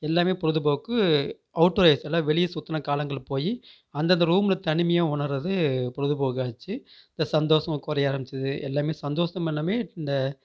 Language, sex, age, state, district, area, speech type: Tamil, male, 30-45, Tamil Nadu, Namakkal, rural, spontaneous